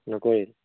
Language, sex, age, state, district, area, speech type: Assamese, male, 18-30, Assam, Majuli, urban, conversation